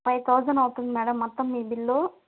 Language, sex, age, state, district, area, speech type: Telugu, female, 18-30, Andhra Pradesh, Nellore, rural, conversation